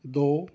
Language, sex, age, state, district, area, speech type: Punjabi, male, 60+, Punjab, Rupnagar, rural, read